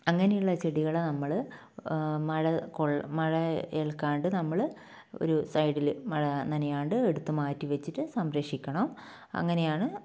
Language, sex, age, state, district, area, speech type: Malayalam, female, 30-45, Kerala, Kannur, rural, spontaneous